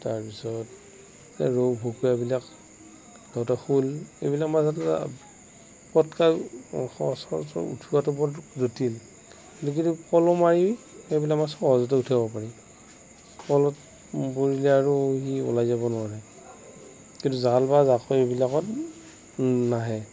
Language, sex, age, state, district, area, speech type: Assamese, male, 60+, Assam, Darrang, rural, spontaneous